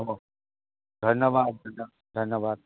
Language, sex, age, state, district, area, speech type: Assamese, male, 60+, Assam, Dhemaji, rural, conversation